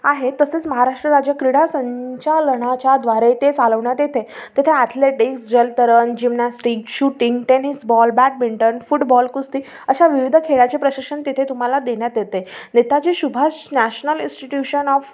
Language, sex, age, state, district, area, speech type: Marathi, female, 18-30, Maharashtra, Amravati, urban, spontaneous